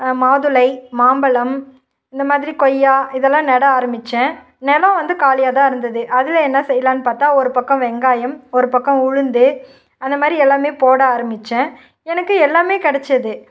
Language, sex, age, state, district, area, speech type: Tamil, female, 30-45, Tamil Nadu, Dharmapuri, rural, spontaneous